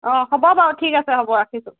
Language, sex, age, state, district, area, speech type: Assamese, female, 30-45, Assam, Golaghat, rural, conversation